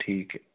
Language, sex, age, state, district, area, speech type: Hindi, male, 30-45, Madhya Pradesh, Ujjain, rural, conversation